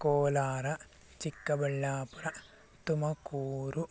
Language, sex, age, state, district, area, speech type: Kannada, male, 18-30, Karnataka, Chikkaballapur, rural, spontaneous